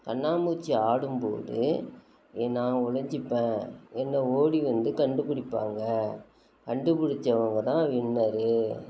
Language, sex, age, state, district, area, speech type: Tamil, female, 45-60, Tamil Nadu, Nagapattinam, rural, spontaneous